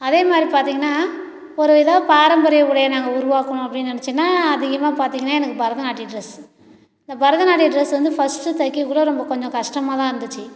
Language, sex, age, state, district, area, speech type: Tamil, female, 60+, Tamil Nadu, Cuddalore, rural, spontaneous